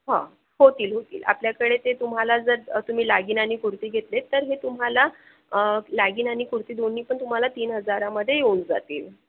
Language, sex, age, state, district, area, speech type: Marathi, female, 30-45, Maharashtra, Akola, urban, conversation